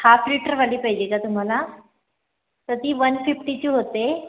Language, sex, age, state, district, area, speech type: Marathi, female, 30-45, Maharashtra, Nagpur, urban, conversation